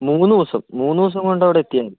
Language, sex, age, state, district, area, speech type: Malayalam, male, 18-30, Kerala, Wayanad, rural, conversation